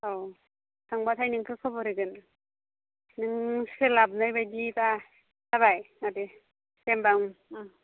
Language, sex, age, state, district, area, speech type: Bodo, female, 30-45, Assam, Baksa, rural, conversation